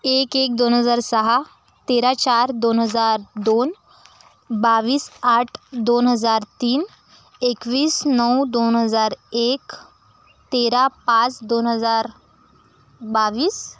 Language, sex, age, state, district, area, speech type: Marathi, male, 45-60, Maharashtra, Yavatmal, rural, spontaneous